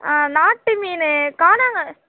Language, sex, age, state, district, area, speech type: Tamil, female, 18-30, Tamil Nadu, Nagapattinam, rural, conversation